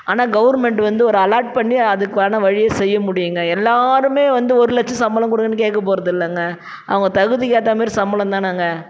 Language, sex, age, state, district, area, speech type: Tamil, female, 45-60, Tamil Nadu, Tiruvannamalai, urban, spontaneous